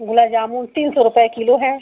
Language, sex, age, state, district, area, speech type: Hindi, female, 45-60, Uttar Pradesh, Azamgarh, rural, conversation